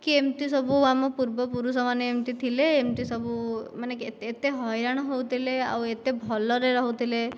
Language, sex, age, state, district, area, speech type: Odia, female, 30-45, Odisha, Dhenkanal, rural, spontaneous